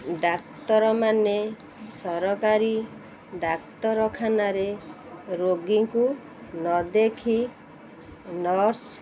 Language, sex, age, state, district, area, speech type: Odia, female, 30-45, Odisha, Kendrapara, urban, spontaneous